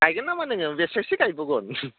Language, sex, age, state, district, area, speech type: Bodo, male, 30-45, Assam, Udalguri, rural, conversation